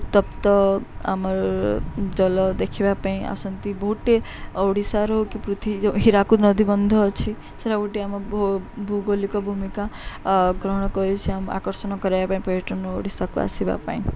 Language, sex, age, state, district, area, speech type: Odia, female, 18-30, Odisha, Subarnapur, urban, spontaneous